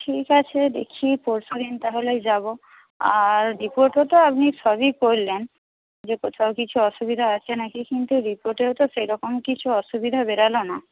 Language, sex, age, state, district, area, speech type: Bengali, female, 60+, West Bengal, Paschim Medinipur, rural, conversation